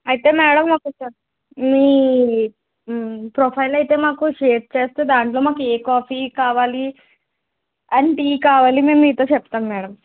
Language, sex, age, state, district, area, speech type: Telugu, female, 18-30, Andhra Pradesh, Kakinada, urban, conversation